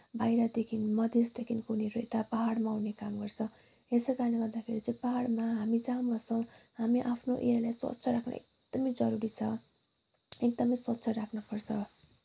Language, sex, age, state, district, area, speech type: Nepali, female, 18-30, West Bengal, Kalimpong, rural, spontaneous